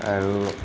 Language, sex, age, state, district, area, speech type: Assamese, male, 30-45, Assam, Nalbari, rural, spontaneous